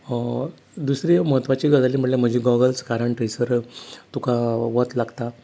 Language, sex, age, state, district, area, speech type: Goan Konkani, male, 30-45, Goa, Salcete, rural, spontaneous